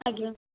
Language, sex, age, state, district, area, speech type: Odia, female, 30-45, Odisha, Puri, urban, conversation